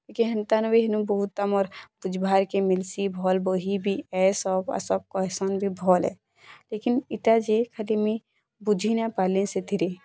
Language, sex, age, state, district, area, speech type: Odia, female, 18-30, Odisha, Bargarh, urban, spontaneous